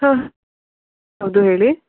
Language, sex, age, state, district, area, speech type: Kannada, female, 18-30, Karnataka, Shimoga, rural, conversation